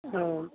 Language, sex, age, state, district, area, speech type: Tamil, female, 45-60, Tamil Nadu, Tiruvarur, rural, conversation